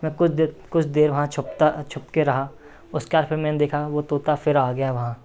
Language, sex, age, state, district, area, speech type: Hindi, male, 18-30, Madhya Pradesh, Seoni, urban, spontaneous